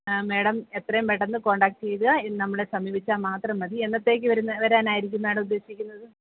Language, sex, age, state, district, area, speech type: Malayalam, female, 30-45, Kerala, Kottayam, urban, conversation